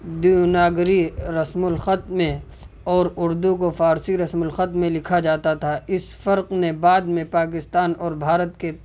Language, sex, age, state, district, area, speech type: Urdu, male, 18-30, Uttar Pradesh, Saharanpur, urban, spontaneous